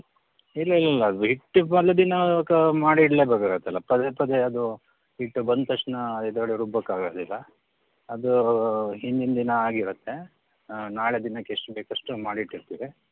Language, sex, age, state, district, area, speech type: Kannada, male, 45-60, Karnataka, Shimoga, rural, conversation